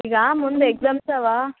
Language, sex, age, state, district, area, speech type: Kannada, female, 18-30, Karnataka, Bidar, rural, conversation